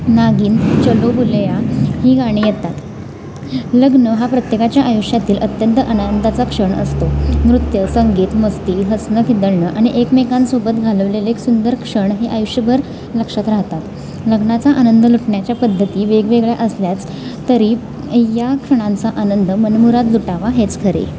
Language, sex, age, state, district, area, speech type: Marathi, female, 18-30, Maharashtra, Kolhapur, urban, spontaneous